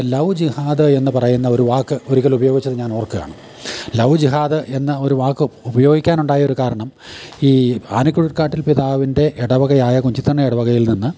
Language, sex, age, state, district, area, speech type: Malayalam, male, 60+, Kerala, Idukki, rural, spontaneous